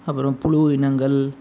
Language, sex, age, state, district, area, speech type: Tamil, male, 45-60, Tamil Nadu, Sivaganga, rural, spontaneous